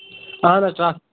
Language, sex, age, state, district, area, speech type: Kashmiri, male, 18-30, Jammu and Kashmir, Kulgam, urban, conversation